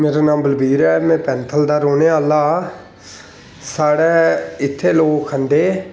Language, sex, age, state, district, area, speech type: Dogri, male, 30-45, Jammu and Kashmir, Reasi, rural, spontaneous